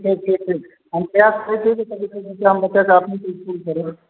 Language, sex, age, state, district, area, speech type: Maithili, male, 18-30, Bihar, Supaul, rural, conversation